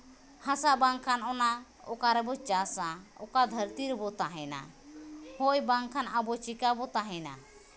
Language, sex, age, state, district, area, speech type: Santali, female, 30-45, Jharkhand, Seraikela Kharsawan, rural, spontaneous